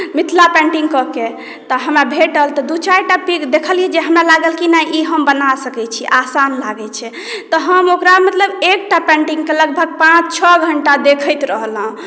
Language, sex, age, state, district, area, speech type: Maithili, female, 18-30, Bihar, Madhubani, rural, spontaneous